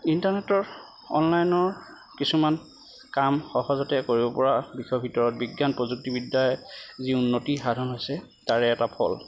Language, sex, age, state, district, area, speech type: Assamese, male, 30-45, Assam, Lakhimpur, rural, spontaneous